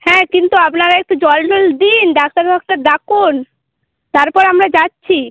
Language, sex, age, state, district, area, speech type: Bengali, female, 30-45, West Bengal, Purba Medinipur, rural, conversation